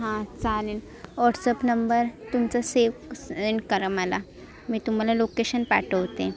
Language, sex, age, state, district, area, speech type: Marathi, female, 18-30, Maharashtra, Sindhudurg, rural, spontaneous